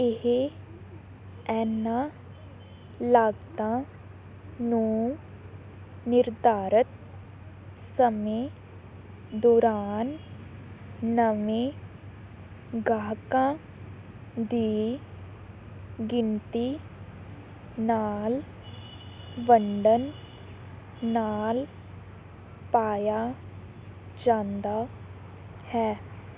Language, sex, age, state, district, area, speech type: Punjabi, female, 18-30, Punjab, Fazilka, rural, read